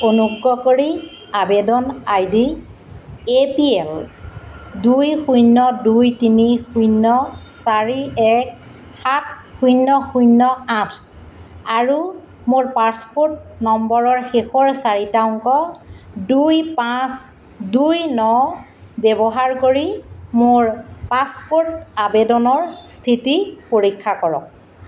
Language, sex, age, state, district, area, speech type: Assamese, female, 45-60, Assam, Golaghat, urban, read